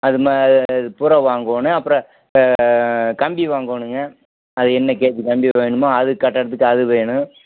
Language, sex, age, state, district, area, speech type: Tamil, male, 60+, Tamil Nadu, Erode, urban, conversation